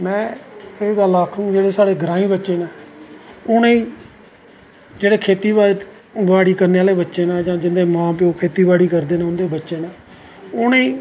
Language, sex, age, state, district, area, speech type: Dogri, male, 45-60, Jammu and Kashmir, Samba, rural, spontaneous